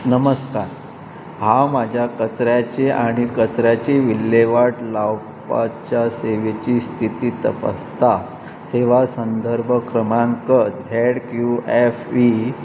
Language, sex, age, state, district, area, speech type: Goan Konkani, male, 45-60, Goa, Pernem, rural, read